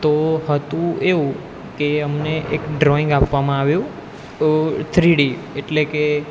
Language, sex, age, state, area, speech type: Gujarati, male, 18-30, Gujarat, urban, spontaneous